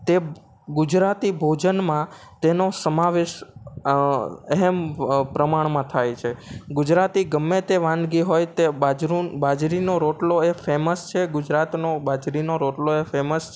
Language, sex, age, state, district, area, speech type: Gujarati, male, 18-30, Gujarat, Ahmedabad, urban, spontaneous